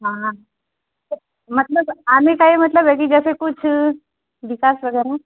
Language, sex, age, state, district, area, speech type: Hindi, female, 30-45, Uttar Pradesh, Azamgarh, rural, conversation